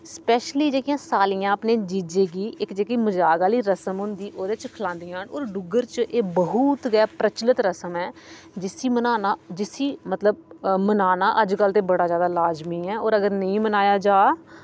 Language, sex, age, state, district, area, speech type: Dogri, female, 30-45, Jammu and Kashmir, Udhampur, urban, spontaneous